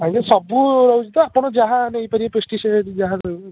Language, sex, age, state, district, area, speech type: Odia, male, 18-30, Odisha, Puri, urban, conversation